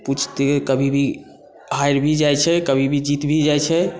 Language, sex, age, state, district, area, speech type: Maithili, male, 30-45, Bihar, Saharsa, rural, spontaneous